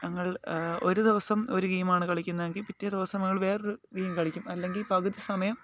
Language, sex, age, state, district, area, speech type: Malayalam, male, 18-30, Kerala, Alappuzha, rural, spontaneous